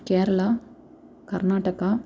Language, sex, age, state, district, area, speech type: Tamil, female, 30-45, Tamil Nadu, Chennai, urban, spontaneous